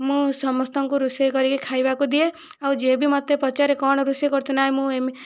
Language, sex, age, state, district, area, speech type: Odia, female, 45-60, Odisha, Kandhamal, rural, spontaneous